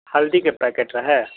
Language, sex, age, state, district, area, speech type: Maithili, male, 18-30, Bihar, Sitamarhi, rural, conversation